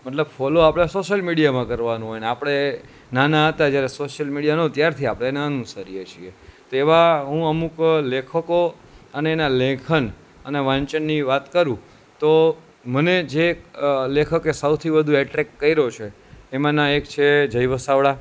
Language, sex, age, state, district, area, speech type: Gujarati, male, 30-45, Gujarat, Junagadh, urban, spontaneous